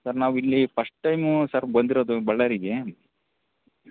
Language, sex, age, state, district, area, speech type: Kannada, male, 18-30, Karnataka, Bellary, rural, conversation